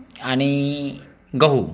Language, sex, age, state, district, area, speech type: Marathi, male, 30-45, Maharashtra, Akola, urban, spontaneous